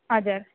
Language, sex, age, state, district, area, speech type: Nepali, female, 18-30, West Bengal, Alipurduar, urban, conversation